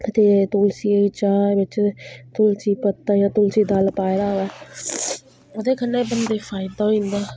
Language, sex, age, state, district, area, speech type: Dogri, female, 30-45, Jammu and Kashmir, Udhampur, rural, spontaneous